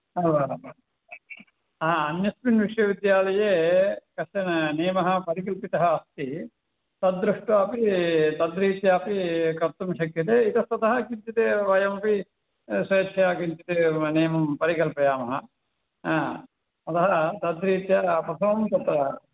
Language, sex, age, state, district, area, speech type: Sanskrit, male, 45-60, Tamil Nadu, Tiruvannamalai, urban, conversation